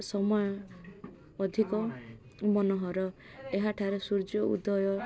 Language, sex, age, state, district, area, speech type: Odia, female, 18-30, Odisha, Koraput, urban, spontaneous